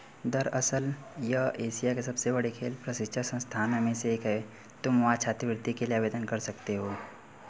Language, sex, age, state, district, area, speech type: Hindi, male, 30-45, Uttar Pradesh, Mau, rural, read